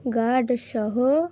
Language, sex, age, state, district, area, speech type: Bengali, female, 18-30, West Bengal, Dakshin Dinajpur, urban, read